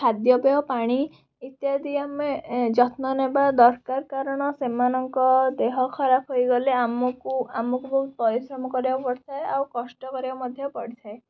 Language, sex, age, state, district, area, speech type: Odia, female, 18-30, Odisha, Cuttack, urban, spontaneous